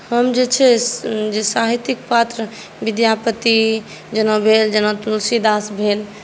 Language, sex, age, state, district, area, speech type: Maithili, female, 18-30, Bihar, Saharsa, urban, spontaneous